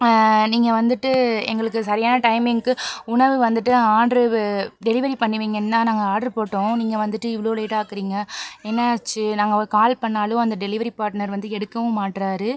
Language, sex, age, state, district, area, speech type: Tamil, female, 45-60, Tamil Nadu, Pudukkottai, rural, spontaneous